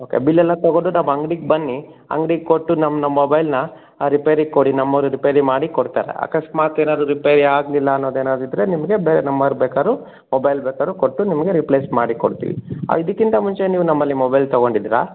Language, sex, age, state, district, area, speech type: Kannada, male, 30-45, Karnataka, Chikkaballapur, rural, conversation